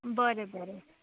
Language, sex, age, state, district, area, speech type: Goan Konkani, female, 18-30, Goa, Ponda, rural, conversation